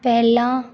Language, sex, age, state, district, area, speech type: Punjabi, female, 18-30, Punjab, Fazilka, rural, read